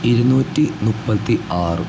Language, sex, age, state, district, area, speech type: Malayalam, male, 18-30, Kerala, Kottayam, rural, spontaneous